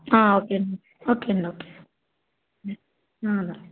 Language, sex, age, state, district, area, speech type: Telugu, female, 18-30, Andhra Pradesh, Palnadu, rural, conversation